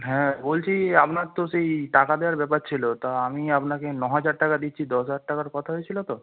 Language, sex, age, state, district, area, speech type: Bengali, male, 18-30, West Bengal, Howrah, urban, conversation